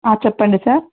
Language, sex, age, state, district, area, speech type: Telugu, female, 30-45, Andhra Pradesh, Sri Satya Sai, urban, conversation